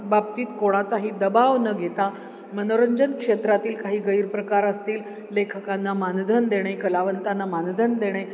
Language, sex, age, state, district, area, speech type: Marathi, female, 60+, Maharashtra, Ahmednagar, urban, spontaneous